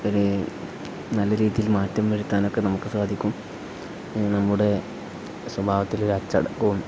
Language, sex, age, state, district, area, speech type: Malayalam, male, 18-30, Kerala, Kozhikode, rural, spontaneous